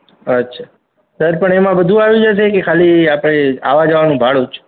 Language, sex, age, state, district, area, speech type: Gujarati, male, 30-45, Gujarat, Morbi, rural, conversation